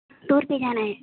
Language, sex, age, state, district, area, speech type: Urdu, female, 18-30, Uttar Pradesh, Mau, urban, conversation